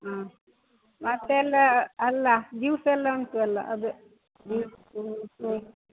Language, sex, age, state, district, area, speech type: Kannada, female, 60+, Karnataka, Dakshina Kannada, rural, conversation